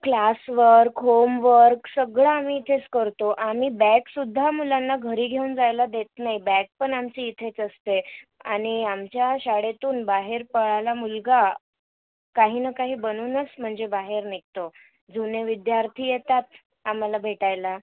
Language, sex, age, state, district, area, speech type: Marathi, female, 18-30, Maharashtra, Washim, rural, conversation